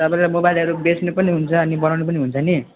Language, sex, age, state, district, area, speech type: Nepali, male, 18-30, West Bengal, Alipurduar, urban, conversation